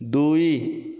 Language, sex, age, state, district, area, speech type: Odia, male, 30-45, Odisha, Kalahandi, rural, read